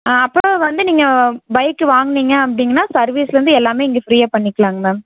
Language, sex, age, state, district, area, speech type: Tamil, female, 18-30, Tamil Nadu, Erode, rural, conversation